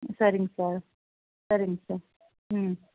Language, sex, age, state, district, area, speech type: Tamil, female, 45-60, Tamil Nadu, Krishnagiri, rural, conversation